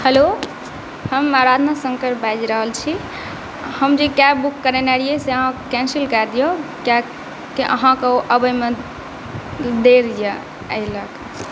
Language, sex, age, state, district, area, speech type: Maithili, female, 18-30, Bihar, Saharsa, rural, spontaneous